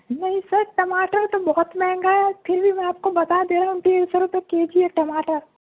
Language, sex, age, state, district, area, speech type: Urdu, male, 30-45, Uttar Pradesh, Gautam Buddha Nagar, rural, conversation